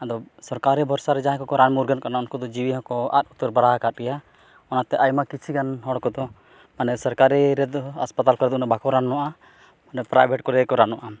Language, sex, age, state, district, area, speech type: Santali, male, 30-45, Jharkhand, East Singhbhum, rural, spontaneous